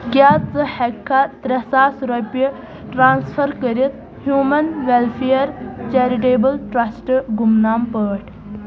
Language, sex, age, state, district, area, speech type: Kashmiri, female, 18-30, Jammu and Kashmir, Kulgam, rural, read